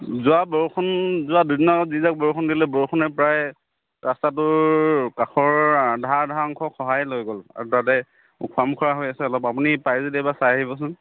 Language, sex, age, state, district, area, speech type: Assamese, male, 30-45, Assam, Charaideo, urban, conversation